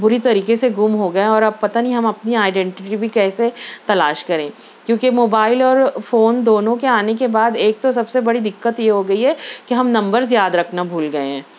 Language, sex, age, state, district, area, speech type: Urdu, female, 30-45, Maharashtra, Nashik, urban, spontaneous